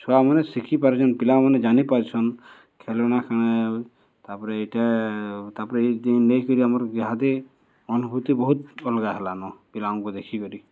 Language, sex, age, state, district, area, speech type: Odia, male, 45-60, Odisha, Balangir, urban, spontaneous